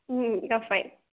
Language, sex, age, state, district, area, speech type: Tamil, female, 18-30, Tamil Nadu, Nagapattinam, rural, conversation